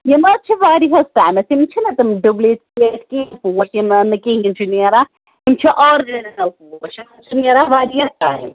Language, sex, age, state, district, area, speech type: Kashmiri, female, 30-45, Jammu and Kashmir, Ganderbal, rural, conversation